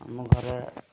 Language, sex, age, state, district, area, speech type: Odia, male, 30-45, Odisha, Malkangiri, urban, spontaneous